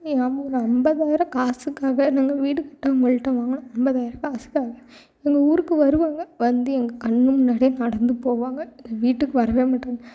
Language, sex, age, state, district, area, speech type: Tamil, female, 18-30, Tamil Nadu, Thoothukudi, rural, spontaneous